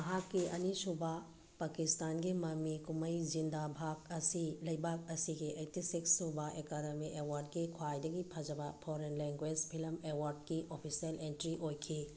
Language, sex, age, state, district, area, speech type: Manipuri, female, 45-60, Manipur, Tengnoupal, urban, read